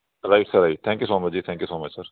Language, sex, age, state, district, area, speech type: Punjabi, male, 30-45, Punjab, Kapurthala, urban, conversation